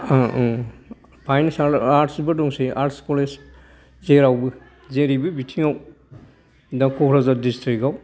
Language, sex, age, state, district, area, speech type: Bodo, male, 60+, Assam, Kokrajhar, urban, spontaneous